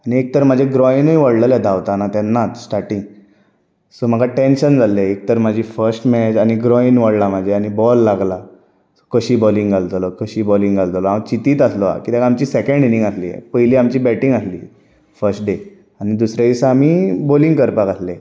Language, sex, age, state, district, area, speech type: Goan Konkani, male, 18-30, Goa, Bardez, rural, spontaneous